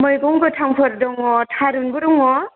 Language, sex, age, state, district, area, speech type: Bodo, female, 45-60, Assam, Chirang, rural, conversation